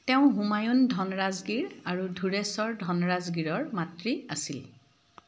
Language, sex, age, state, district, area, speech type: Assamese, female, 45-60, Assam, Dibrugarh, rural, read